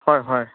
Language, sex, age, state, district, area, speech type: Assamese, male, 18-30, Assam, Lakhimpur, rural, conversation